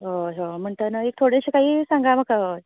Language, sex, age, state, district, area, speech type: Goan Konkani, female, 30-45, Goa, Canacona, urban, conversation